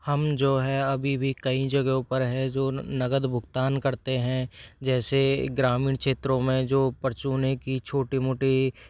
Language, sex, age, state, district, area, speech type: Hindi, male, 30-45, Rajasthan, Jaipur, urban, spontaneous